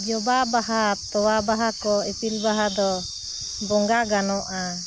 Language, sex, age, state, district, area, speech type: Santali, female, 45-60, Jharkhand, Seraikela Kharsawan, rural, spontaneous